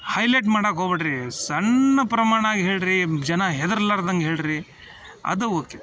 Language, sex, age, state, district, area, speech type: Kannada, male, 30-45, Karnataka, Dharwad, urban, spontaneous